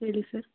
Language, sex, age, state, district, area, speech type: Kannada, female, 18-30, Karnataka, Davanagere, rural, conversation